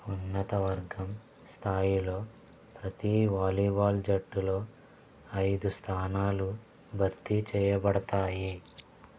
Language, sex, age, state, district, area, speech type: Telugu, male, 60+, Andhra Pradesh, Konaseema, urban, read